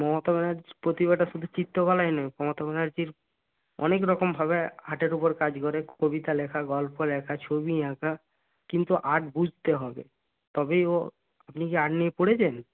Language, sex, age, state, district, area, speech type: Bengali, male, 60+, West Bengal, Purba Medinipur, rural, conversation